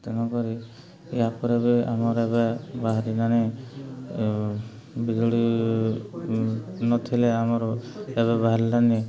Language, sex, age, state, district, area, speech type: Odia, male, 30-45, Odisha, Mayurbhanj, rural, spontaneous